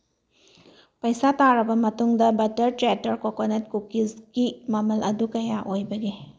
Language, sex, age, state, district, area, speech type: Manipuri, female, 45-60, Manipur, Tengnoupal, rural, read